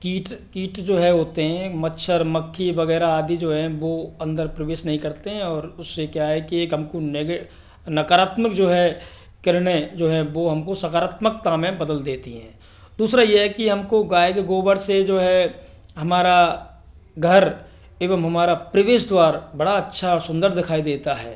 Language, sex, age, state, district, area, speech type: Hindi, male, 60+, Rajasthan, Karauli, rural, spontaneous